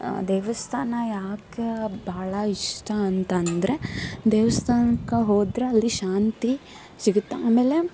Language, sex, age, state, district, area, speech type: Kannada, female, 18-30, Karnataka, Koppal, urban, spontaneous